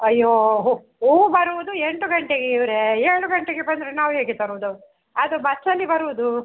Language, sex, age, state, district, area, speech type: Kannada, female, 60+, Karnataka, Udupi, rural, conversation